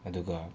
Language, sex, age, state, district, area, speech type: Manipuri, male, 30-45, Manipur, Imphal West, urban, spontaneous